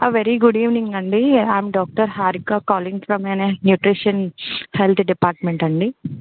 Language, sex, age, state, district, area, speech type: Telugu, female, 18-30, Telangana, Mancherial, rural, conversation